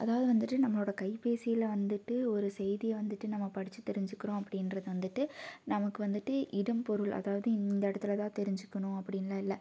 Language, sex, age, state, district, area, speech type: Tamil, female, 18-30, Tamil Nadu, Tiruppur, rural, spontaneous